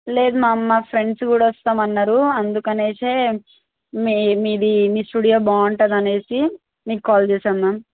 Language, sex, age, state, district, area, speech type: Telugu, female, 18-30, Telangana, Mahbubnagar, urban, conversation